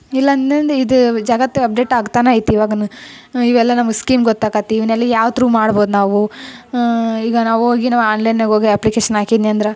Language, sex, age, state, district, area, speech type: Kannada, female, 18-30, Karnataka, Koppal, rural, spontaneous